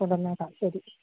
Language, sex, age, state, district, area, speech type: Malayalam, female, 30-45, Kerala, Idukki, rural, conversation